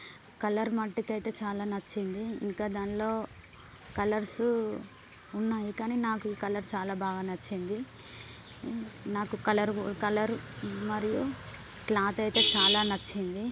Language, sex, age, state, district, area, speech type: Telugu, female, 30-45, Andhra Pradesh, Visakhapatnam, urban, spontaneous